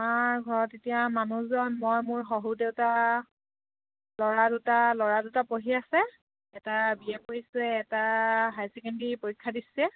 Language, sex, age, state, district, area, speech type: Assamese, female, 18-30, Assam, Sivasagar, rural, conversation